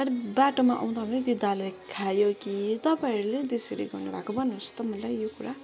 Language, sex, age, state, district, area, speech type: Nepali, female, 18-30, West Bengal, Kalimpong, rural, spontaneous